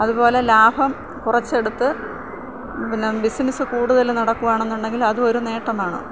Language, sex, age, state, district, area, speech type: Malayalam, female, 60+, Kerala, Thiruvananthapuram, rural, spontaneous